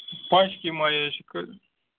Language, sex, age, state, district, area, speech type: Kashmiri, male, 18-30, Jammu and Kashmir, Kupwara, urban, conversation